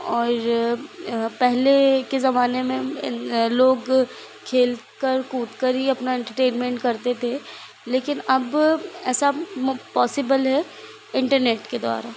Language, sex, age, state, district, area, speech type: Hindi, female, 18-30, Madhya Pradesh, Chhindwara, urban, spontaneous